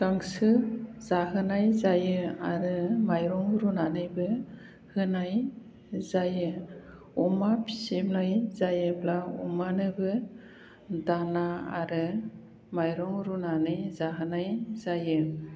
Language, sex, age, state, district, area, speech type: Bodo, female, 45-60, Assam, Baksa, rural, spontaneous